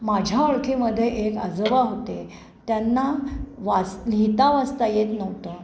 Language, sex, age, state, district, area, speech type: Marathi, female, 60+, Maharashtra, Pune, urban, spontaneous